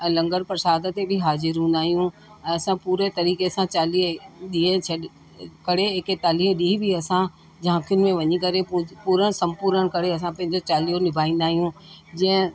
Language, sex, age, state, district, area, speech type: Sindhi, female, 60+, Delhi, South Delhi, urban, spontaneous